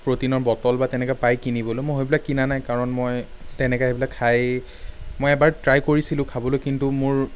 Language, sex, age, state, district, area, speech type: Assamese, male, 30-45, Assam, Sonitpur, urban, spontaneous